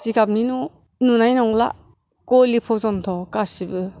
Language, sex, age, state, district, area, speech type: Bodo, female, 60+, Assam, Kokrajhar, rural, spontaneous